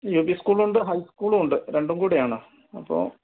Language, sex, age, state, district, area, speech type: Malayalam, female, 60+, Kerala, Wayanad, rural, conversation